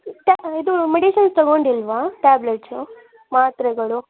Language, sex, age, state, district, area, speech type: Kannada, female, 18-30, Karnataka, Davanagere, rural, conversation